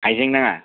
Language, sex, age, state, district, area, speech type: Bodo, male, 30-45, Assam, Kokrajhar, rural, conversation